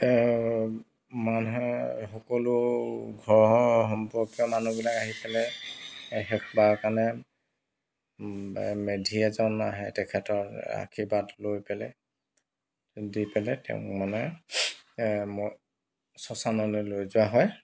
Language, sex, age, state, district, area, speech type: Assamese, male, 45-60, Assam, Dibrugarh, rural, spontaneous